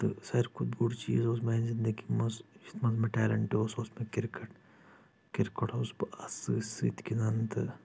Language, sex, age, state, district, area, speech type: Kashmiri, male, 30-45, Jammu and Kashmir, Anantnag, rural, spontaneous